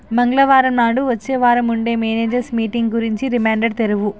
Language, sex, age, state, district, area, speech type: Telugu, female, 18-30, Telangana, Hyderabad, urban, read